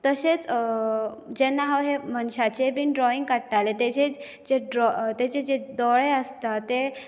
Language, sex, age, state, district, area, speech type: Goan Konkani, female, 18-30, Goa, Bardez, rural, spontaneous